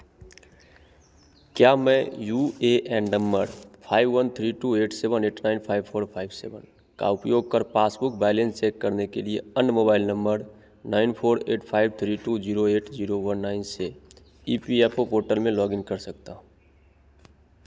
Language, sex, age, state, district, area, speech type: Hindi, male, 18-30, Bihar, Begusarai, rural, read